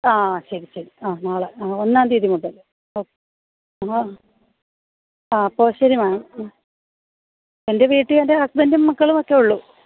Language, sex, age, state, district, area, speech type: Malayalam, female, 30-45, Kerala, Kollam, rural, conversation